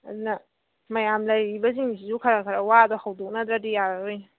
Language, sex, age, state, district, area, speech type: Manipuri, female, 18-30, Manipur, Kangpokpi, urban, conversation